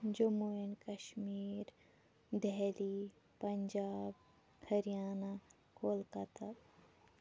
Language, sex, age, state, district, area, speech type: Kashmiri, female, 30-45, Jammu and Kashmir, Shopian, urban, spontaneous